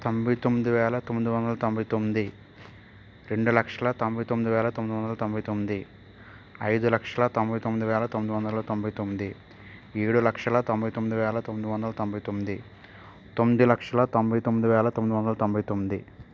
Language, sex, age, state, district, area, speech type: Telugu, male, 30-45, Andhra Pradesh, Konaseema, rural, spontaneous